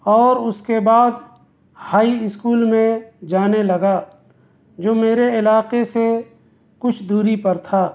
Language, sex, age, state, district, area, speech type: Urdu, male, 30-45, Delhi, South Delhi, urban, spontaneous